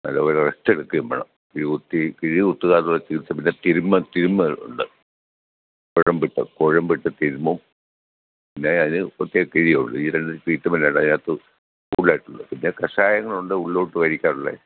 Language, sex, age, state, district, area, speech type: Malayalam, male, 60+, Kerala, Pathanamthitta, rural, conversation